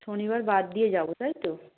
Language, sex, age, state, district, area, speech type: Bengali, female, 30-45, West Bengal, Darjeeling, rural, conversation